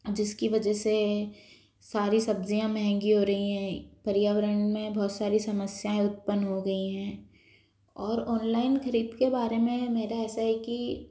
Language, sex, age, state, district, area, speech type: Hindi, female, 30-45, Madhya Pradesh, Bhopal, urban, spontaneous